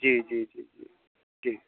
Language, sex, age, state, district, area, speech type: Hindi, male, 45-60, Bihar, Samastipur, urban, conversation